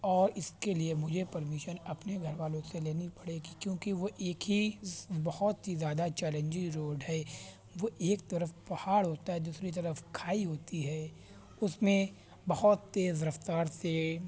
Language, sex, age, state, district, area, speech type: Urdu, male, 30-45, Uttar Pradesh, Shahjahanpur, rural, spontaneous